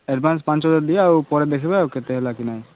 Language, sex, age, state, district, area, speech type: Odia, male, 18-30, Odisha, Malkangiri, urban, conversation